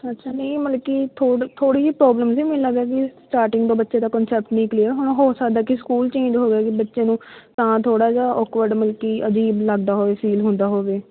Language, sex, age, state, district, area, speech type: Punjabi, female, 18-30, Punjab, Fatehgarh Sahib, rural, conversation